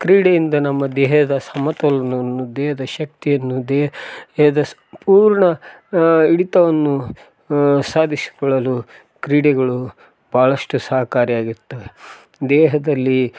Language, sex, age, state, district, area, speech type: Kannada, male, 45-60, Karnataka, Koppal, rural, spontaneous